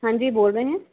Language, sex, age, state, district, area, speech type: Hindi, female, 60+, Rajasthan, Jaipur, urban, conversation